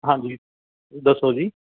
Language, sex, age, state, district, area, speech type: Punjabi, male, 45-60, Punjab, Barnala, urban, conversation